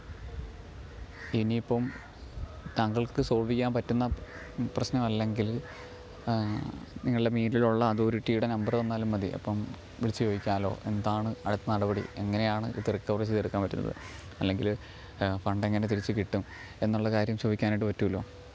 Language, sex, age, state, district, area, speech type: Malayalam, male, 18-30, Kerala, Pathanamthitta, rural, spontaneous